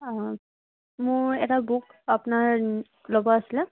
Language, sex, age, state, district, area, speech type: Assamese, female, 18-30, Assam, Charaideo, urban, conversation